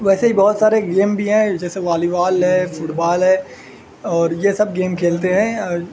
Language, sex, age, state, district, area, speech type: Urdu, male, 18-30, Uttar Pradesh, Azamgarh, rural, spontaneous